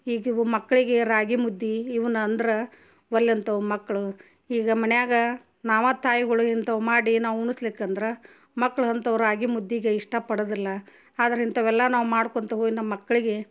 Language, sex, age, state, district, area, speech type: Kannada, female, 30-45, Karnataka, Gadag, rural, spontaneous